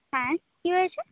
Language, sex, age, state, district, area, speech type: Bengali, female, 18-30, West Bengal, Jhargram, rural, conversation